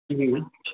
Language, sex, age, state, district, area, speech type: Sindhi, male, 30-45, Gujarat, Kutch, urban, conversation